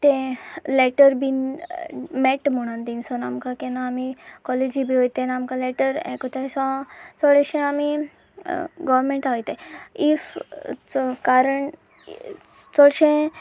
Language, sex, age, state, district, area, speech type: Goan Konkani, female, 18-30, Goa, Sanguem, rural, spontaneous